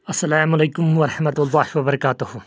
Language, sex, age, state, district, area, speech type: Kashmiri, male, 30-45, Jammu and Kashmir, Kulgam, rural, spontaneous